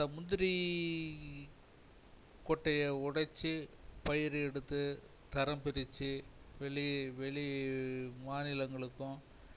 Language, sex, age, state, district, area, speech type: Tamil, male, 60+, Tamil Nadu, Cuddalore, rural, spontaneous